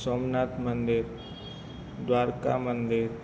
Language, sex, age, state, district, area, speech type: Gujarati, male, 18-30, Gujarat, Ahmedabad, urban, spontaneous